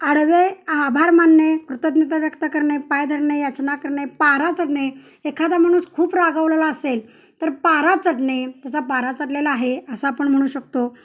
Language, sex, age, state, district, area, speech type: Marathi, female, 45-60, Maharashtra, Kolhapur, urban, spontaneous